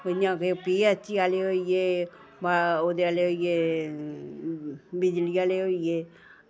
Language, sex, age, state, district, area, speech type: Dogri, female, 45-60, Jammu and Kashmir, Samba, urban, spontaneous